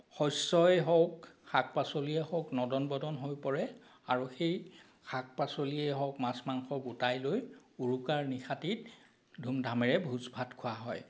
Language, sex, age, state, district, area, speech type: Assamese, male, 45-60, Assam, Biswanath, rural, spontaneous